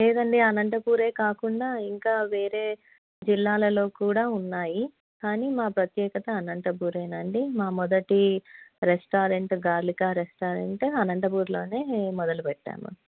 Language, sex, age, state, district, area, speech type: Telugu, female, 30-45, Andhra Pradesh, Anantapur, urban, conversation